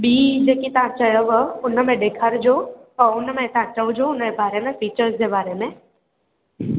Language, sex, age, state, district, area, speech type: Sindhi, female, 18-30, Gujarat, Junagadh, urban, conversation